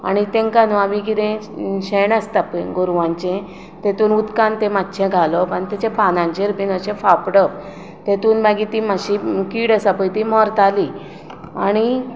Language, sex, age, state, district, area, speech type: Goan Konkani, female, 30-45, Goa, Tiswadi, rural, spontaneous